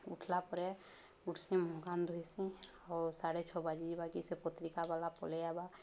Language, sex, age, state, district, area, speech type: Odia, female, 30-45, Odisha, Balangir, urban, spontaneous